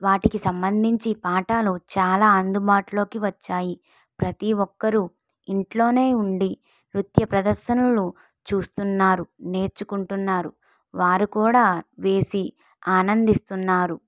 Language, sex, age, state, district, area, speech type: Telugu, female, 45-60, Andhra Pradesh, Kakinada, rural, spontaneous